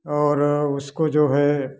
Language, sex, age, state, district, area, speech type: Hindi, male, 60+, Uttar Pradesh, Prayagraj, rural, spontaneous